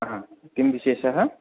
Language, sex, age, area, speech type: Sanskrit, male, 18-30, rural, conversation